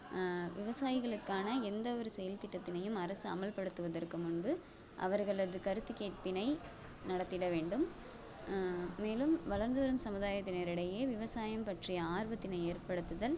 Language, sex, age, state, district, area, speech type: Tamil, female, 30-45, Tamil Nadu, Thanjavur, urban, spontaneous